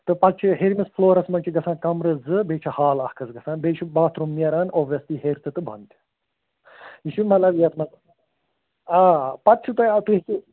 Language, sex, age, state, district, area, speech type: Kashmiri, male, 45-60, Jammu and Kashmir, Ganderbal, rural, conversation